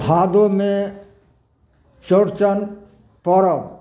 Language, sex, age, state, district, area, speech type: Maithili, male, 60+, Bihar, Samastipur, urban, spontaneous